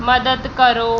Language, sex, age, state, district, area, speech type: Punjabi, female, 30-45, Punjab, Mohali, rural, read